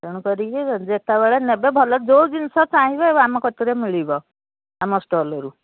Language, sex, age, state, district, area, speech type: Odia, female, 60+, Odisha, Jharsuguda, rural, conversation